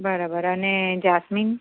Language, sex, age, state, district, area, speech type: Gujarati, female, 30-45, Gujarat, Anand, urban, conversation